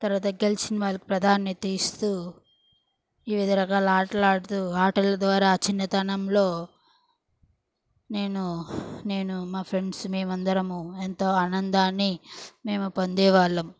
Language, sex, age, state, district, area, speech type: Telugu, female, 18-30, Andhra Pradesh, Chittoor, rural, spontaneous